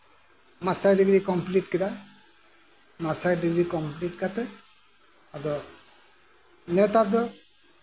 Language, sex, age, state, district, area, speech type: Santali, male, 60+, West Bengal, Birbhum, rural, spontaneous